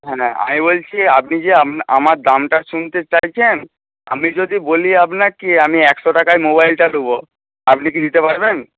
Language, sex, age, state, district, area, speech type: Bengali, male, 45-60, West Bengal, Paschim Medinipur, rural, conversation